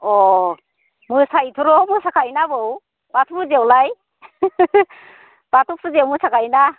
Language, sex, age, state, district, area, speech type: Bodo, female, 45-60, Assam, Baksa, rural, conversation